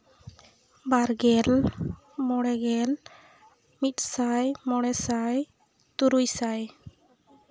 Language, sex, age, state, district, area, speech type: Santali, female, 18-30, West Bengal, Jhargram, rural, spontaneous